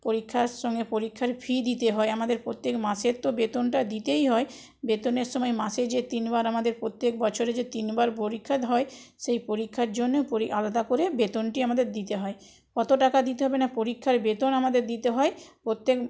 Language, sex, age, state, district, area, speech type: Bengali, female, 60+, West Bengal, Purba Medinipur, rural, spontaneous